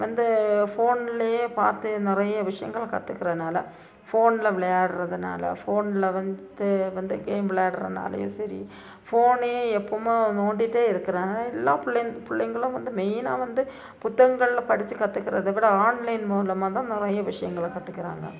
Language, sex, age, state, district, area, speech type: Tamil, female, 30-45, Tamil Nadu, Nilgiris, rural, spontaneous